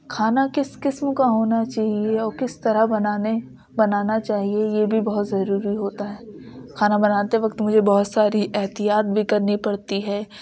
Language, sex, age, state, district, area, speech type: Urdu, female, 18-30, Uttar Pradesh, Ghaziabad, urban, spontaneous